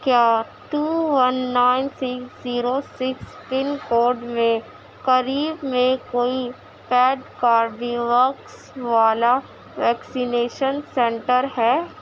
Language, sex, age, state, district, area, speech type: Urdu, female, 18-30, Uttar Pradesh, Gautam Buddha Nagar, rural, read